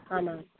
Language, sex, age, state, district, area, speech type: Tamil, female, 30-45, Tamil Nadu, Dharmapuri, urban, conversation